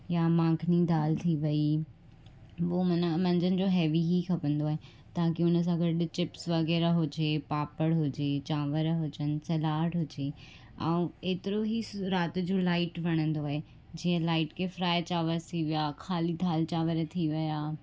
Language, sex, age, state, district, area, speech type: Sindhi, female, 18-30, Gujarat, Surat, urban, spontaneous